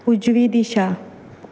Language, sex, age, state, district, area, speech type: Goan Konkani, female, 30-45, Goa, Ponda, rural, read